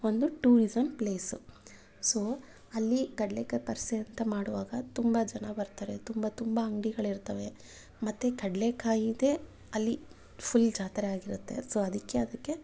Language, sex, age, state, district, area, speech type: Kannada, female, 30-45, Karnataka, Bangalore Urban, urban, spontaneous